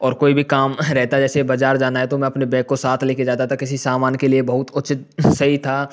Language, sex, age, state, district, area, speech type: Hindi, male, 45-60, Rajasthan, Karauli, rural, spontaneous